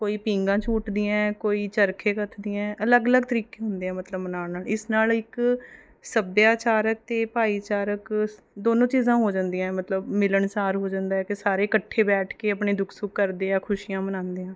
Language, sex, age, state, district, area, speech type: Punjabi, female, 30-45, Punjab, Mohali, urban, spontaneous